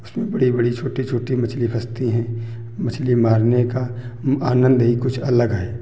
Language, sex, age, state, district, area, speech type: Hindi, male, 45-60, Uttar Pradesh, Hardoi, rural, spontaneous